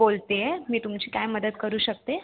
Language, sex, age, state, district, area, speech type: Marathi, female, 18-30, Maharashtra, Raigad, rural, conversation